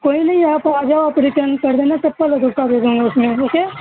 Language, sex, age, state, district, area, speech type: Urdu, male, 30-45, Bihar, Supaul, rural, conversation